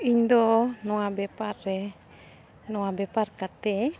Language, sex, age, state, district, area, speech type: Santali, female, 18-30, Jharkhand, Bokaro, rural, spontaneous